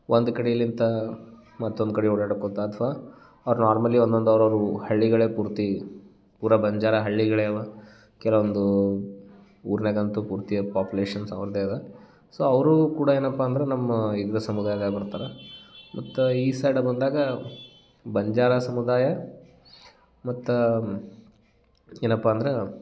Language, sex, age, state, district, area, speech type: Kannada, male, 30-45, Karnataka, Gulbarga, urban, spontaneous